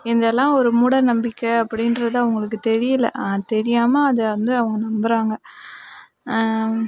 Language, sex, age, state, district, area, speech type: Tamil, female, 30-45, Tamil Nadu, Mayiladuthurai, urban, spontaneous